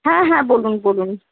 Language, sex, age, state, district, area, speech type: Bengali, female, 45-60, West Bengal, Kolkata, urban, conversation